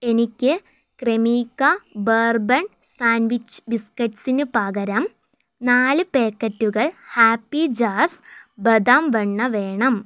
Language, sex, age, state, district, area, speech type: Malayalam, female, 18-30, Kerala, Wayanad, rural, read